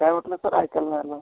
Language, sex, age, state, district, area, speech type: Marathi, male, 30-45, Maharashtra, Washim, urban, conversation